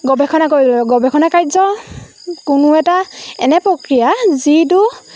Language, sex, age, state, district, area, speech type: Assamese, female, 18-30, Assam, Lakhimpur, rural, spontaneous